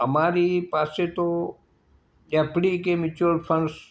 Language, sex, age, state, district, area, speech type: Gujarati, male, 60+, Gujarat, Morbi, rural, spontaneous